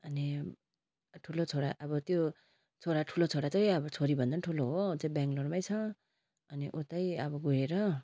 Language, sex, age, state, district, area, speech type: Nepali, female, 45-60, West Bengal, Darjeeling, rural, spontaneous